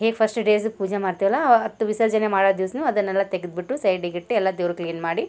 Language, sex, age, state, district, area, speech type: Kannada, female, 30-45, Karnataka, Gulbarga, urban, spontaneous